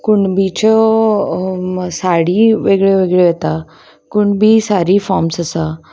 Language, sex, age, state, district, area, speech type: Goan Konkani, female, 30-45, Goa, Salcete, rural, spontaneous